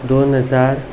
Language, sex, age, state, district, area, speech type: Goan Konkani, male, 18-30, Goa, Ponda, urban, spontaneous